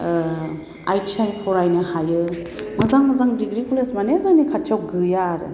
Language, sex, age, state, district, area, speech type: Bodo, female, 30-45, Assam, Baksa, urban, spontaneous